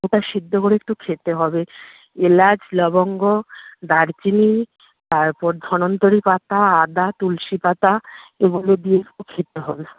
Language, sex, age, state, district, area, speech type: Bengali, female, 30-45, West Bengal, Purba Medinipur, rural, conversation